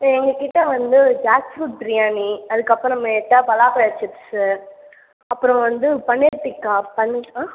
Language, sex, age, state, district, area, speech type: Tamil, female, 30-45, Tamil Nadu, Cuddalore, rural, conversation